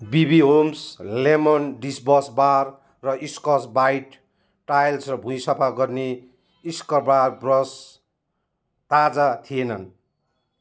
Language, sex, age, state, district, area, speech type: Nepali, male, 45-60, West Bengal, Kalimpong, rural, read